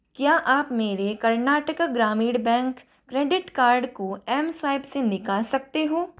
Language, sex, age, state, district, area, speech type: Hindi, female, 30-45, Rajasthan, Jaipur, urban, read